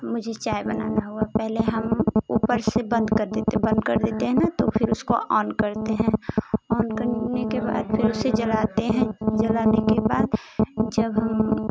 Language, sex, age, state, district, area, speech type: Hindi, female, 18-30, Uttar Pradesh, Ghazipur, urban, spontaneous